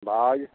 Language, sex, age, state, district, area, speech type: Hindi, male, 60+, Bihar, Samastipur, urban, conversation